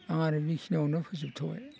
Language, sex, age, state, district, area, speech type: Bodo, male, 60+, Assam, Baksa, urban, spontaneous